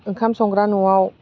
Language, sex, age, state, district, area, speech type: Bodo, female, 30-45, Assam, Baksa, rural, spontaneous